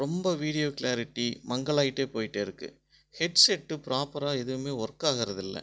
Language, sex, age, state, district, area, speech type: Tamil, male, 30-45, Tamil Nadu, Erode, rural, spontaneous